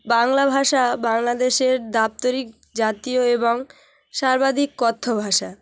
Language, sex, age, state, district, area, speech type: Bengali, female, 18-30, West Bengal, Hooghly, urban, spontaneous